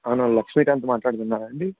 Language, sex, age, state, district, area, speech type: Telugu, male, 18-30, Andhra Pradesh, Sri Satya Sai, urban, conversation